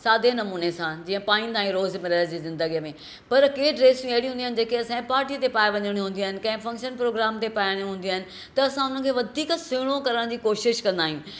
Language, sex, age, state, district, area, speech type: Sindhi, female, 60+, Maharashtra, Thane, urban, spontaneous